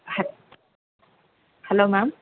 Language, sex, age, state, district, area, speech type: Tamil, female, 18-30, Tamil Nadu, Chennai, urban, conversation